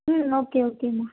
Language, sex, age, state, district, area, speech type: Tamil, female, 18-30, Tamil Nadu, Tiruvannamalai, urban, conversation